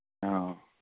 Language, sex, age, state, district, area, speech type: Manipuri, male, 45-60, Manipur, Kangpokpi, urban, conversation